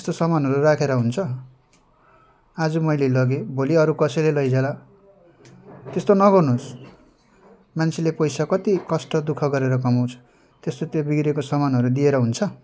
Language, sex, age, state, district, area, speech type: Nepali, male, 30-45, West Bengal, Jalpaiguri, urban, spontaneous